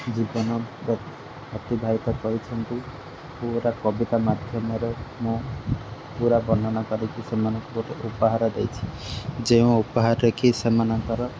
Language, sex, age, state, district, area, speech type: Odia, male, 18-30, Odisha, Ganjam, urban, spontaneous